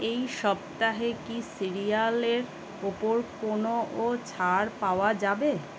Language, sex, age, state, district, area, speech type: Bengali, female, 45-60, West Bengal, Kolkata, urban, read